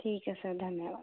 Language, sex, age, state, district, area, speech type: Hindi, female, 18-30, Rajasthan, Jaipur, urban, conversation